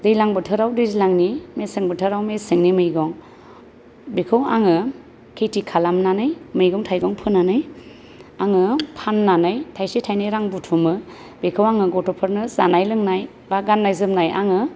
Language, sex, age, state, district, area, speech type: Bodo, female, 30-45, Assam, Kokrajhar, rural, spontaneous